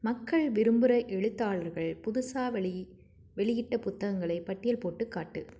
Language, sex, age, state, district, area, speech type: Tamil, female, 30-45, Tamil Nadu, Tiruppur, rural, read